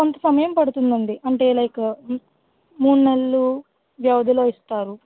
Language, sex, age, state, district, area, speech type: Telugu, female, 60+, Andhra Pradesh, West Godavari, rural, conversation